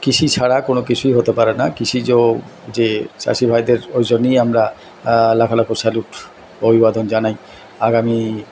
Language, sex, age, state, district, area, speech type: Bengali, male, 45-60, West Bengal, Purba Bardhaman, urban, spontaneous